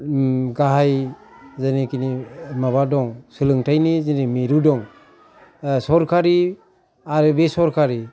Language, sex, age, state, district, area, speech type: Bodo, male, 45-60, Assam, Kokrajhar, rural, spontaneous